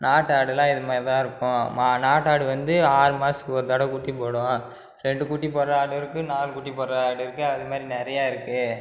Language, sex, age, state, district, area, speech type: Tamil, female, 18-30, Tamil Nadu, Cuddalore, rural, spontaneous